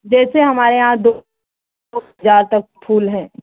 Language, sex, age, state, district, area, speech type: Hindi, female, 45-60, Uttar Pradesh, Ayodhya, rural, conversation